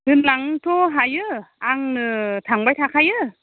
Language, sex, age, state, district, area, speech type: Bodo, female, 45-60, Assam, Chirang, rural, conversation